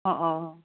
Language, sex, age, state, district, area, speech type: Assamese, female, 30-45, Assam, Morigaon, rural, conversation